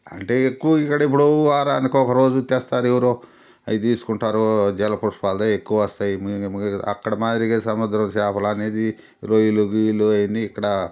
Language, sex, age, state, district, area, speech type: Telugu, male, 60+, Andhra Pradesh, Sri Balaji, urban, spontaneous